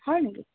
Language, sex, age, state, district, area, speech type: Assamese, female, 30-45, Assam, Dibrugarh, rural, conversation